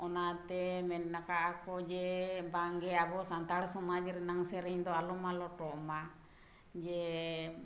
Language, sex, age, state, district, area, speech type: Santali, female, 45-60, Jharkhand, Bokaro, rural, spontaneous